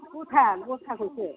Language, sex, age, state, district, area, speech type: Bodo, female, 45-60, Assam, Chirang, rural, conversation